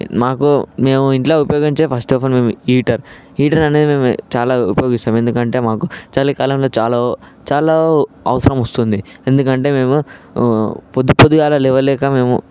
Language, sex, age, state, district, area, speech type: Telugu, male, 18-30, Telangana, Vikarabad, urban, spontaneous